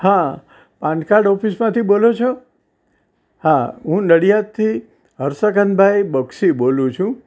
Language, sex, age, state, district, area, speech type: Gujarati, male, 60+, Gujarat, Kheda, rural, spontaneous